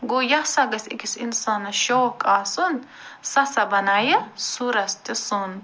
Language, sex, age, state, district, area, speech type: Kashmiri, female, 45-60, Jammu and Kashmir, Ganderbal, urban, spontaneous